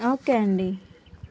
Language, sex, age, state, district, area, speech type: Telugu, female, 18-30, Andhra Pradesh, Nellore, rural, spontaneous